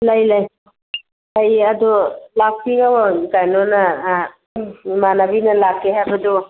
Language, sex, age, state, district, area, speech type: Manipuri, female, 45-60, Manipur, Churachandpur, urban, conversation